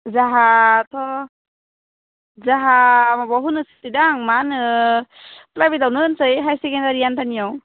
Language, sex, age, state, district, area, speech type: Bodo, female, 18-30, Assam, Udalguri, urban, conversation